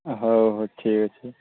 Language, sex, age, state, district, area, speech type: Odia, male, 18-30, Odisha, Subarnapur, urban, conversation